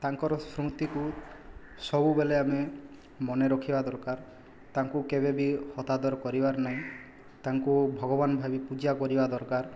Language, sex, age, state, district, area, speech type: Odia, male, 18-30, Odisha, Boudh, rural, spontaneous